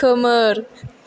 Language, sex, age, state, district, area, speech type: Bodo, female, 18-30, Assam, Chirang, rural, read